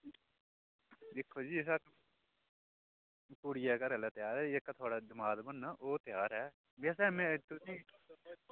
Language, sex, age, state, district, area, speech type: Dogri, male, 18-30, Jammu and Kashmir, Udhampur, urban, conversation